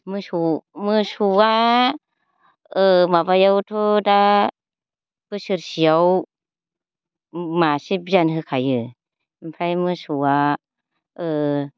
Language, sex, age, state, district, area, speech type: Bodo, female, 45-60, Assam, Baksa, rural, spontaneous